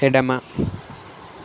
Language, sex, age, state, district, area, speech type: Telugu, male, 18-30, Telangana, Nalgonda, urban, read